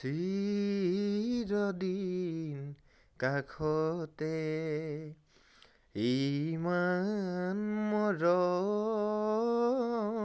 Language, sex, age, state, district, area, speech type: Assamese, male, 18-30, Assam, Charaideo, urban, spontaneous